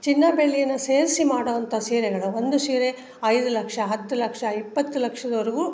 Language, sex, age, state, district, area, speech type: Kannada, female, 60+, Karnataka, Mandya, rural, spontaneous